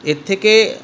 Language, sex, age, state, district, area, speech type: Bengali, male, 60+, West Bengal, Paschim Bardhaman, urban, spontaneous